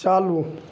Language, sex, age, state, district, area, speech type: Maithili, male, 60+, Bihar, Begusarai, urban, read